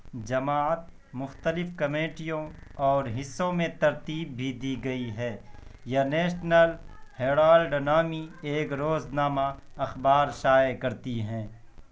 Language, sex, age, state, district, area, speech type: Urdu, male, 18-30, Bihar, Purnia, rural, read